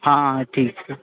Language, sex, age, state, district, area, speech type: Hindi, male, 18-30, Madhya Pradesh, Hoshangabad, urban, conversation